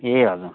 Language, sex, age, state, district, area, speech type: Nepali, male, 30-45, West Bengal, Kalimpong, rural, conversation